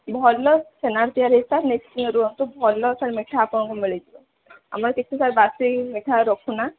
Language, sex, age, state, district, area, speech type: Odia, female, 18-30, Odisha, Jajpur, rural, conversation